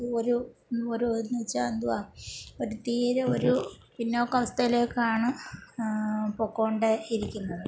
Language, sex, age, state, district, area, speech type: Malayalam, female, 45-60, Kerala, Kollam, rural, spontaneous